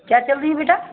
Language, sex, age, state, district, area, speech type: Hindi, female, 60+, Uttar Pradesh, Sitapur, rural, conversation